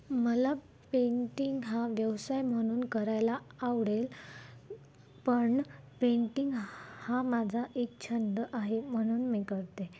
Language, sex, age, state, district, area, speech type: Marathi, female, 18-30, Maharashtra, Nashik, urban, spontaneous